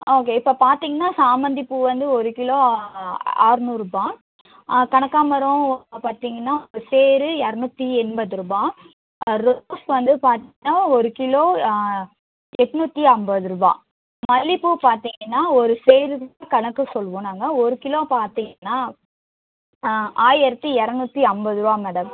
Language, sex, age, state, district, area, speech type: Tamil, female, 30-45, Tamil Nadu, Chennai, urban, conversation